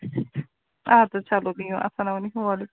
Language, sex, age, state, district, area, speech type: Kashmiri, female, 45-60, Jammu and Kashmir, Srinagar, urban, conversation